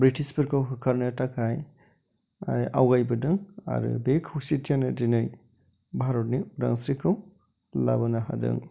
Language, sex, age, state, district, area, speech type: Bodo, male, 30-45, Assam, Chirang, rural, spontaneous